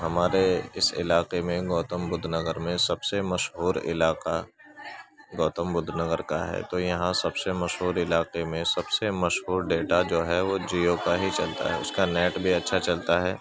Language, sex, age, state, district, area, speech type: Urdu, male, 30-45, Uttar Pradesh, Ghaziabad, rural, spontaneous